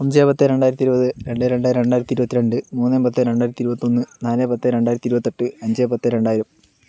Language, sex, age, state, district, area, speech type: Malayalam, male, 18-30, Kerala, Palakkad, rural, spontaneous